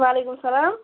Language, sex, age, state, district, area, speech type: Kashmiri, female, 18-30, Jammu and Kashmir, Bandipora, rural, conversation